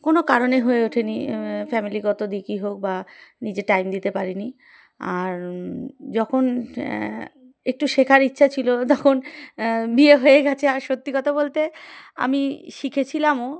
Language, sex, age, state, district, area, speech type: Bengali, female, 30-45, West Bengal, Darjeeling, urban, spontaneous